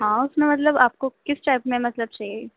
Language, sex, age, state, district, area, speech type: Urdu, female, 18-30, Uttar Pradesh, Gautam Buddha Nagar, urban, conversation